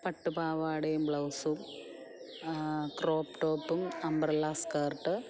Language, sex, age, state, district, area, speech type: Malayalam, female, 45-60, Kerala, Alappuzha, rural, spontaneous